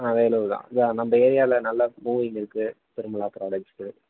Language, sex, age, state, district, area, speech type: Tamil, male, 18-30, Tamil Nadu, Vellore, rural, conversation